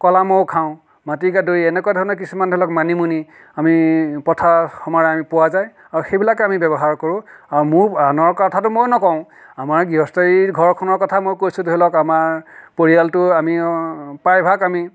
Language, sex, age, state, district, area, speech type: Assamese, male, 60+, Assam, Nagaon, rural, spontaneous